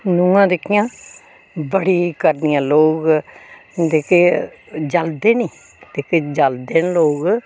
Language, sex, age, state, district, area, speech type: Dogri, female, 60+, Jammu and Kashmir, Reasi, rural, spontaneous